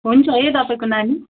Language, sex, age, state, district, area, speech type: Nepali, female, 18-30, West Bengal, Kalimpong, rural, conversation